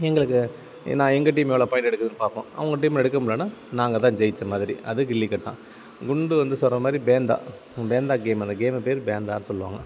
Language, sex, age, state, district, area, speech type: Tamil, male, 30-45, Tamil Nadu, Thanjavur, rural, spontaneous